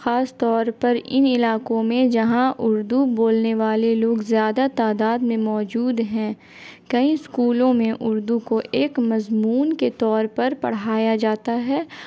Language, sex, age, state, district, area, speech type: Urdu, female, 18-30, Bihar, Gaya, urban, spontaneous